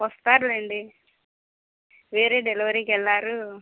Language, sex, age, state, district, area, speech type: Telugu, female, 18-30, Telangana, Peddapalli, rural, conversation